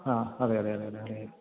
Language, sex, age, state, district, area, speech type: Malayalam, male, 45-60, Kerala, Idukki, rural, conversation